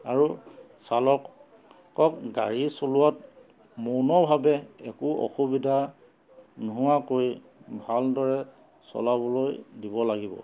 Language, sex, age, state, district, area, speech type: Assamese, male, 45-60, Assam, Charaideo, urban, spontaneous